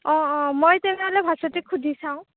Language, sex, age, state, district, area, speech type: Assamese, female, 30-45, Assam, Nagaon, rural, conversation